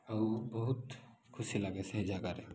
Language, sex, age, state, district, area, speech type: Odia, male, 30-45, Odisha, Koraput, urban, spontaneous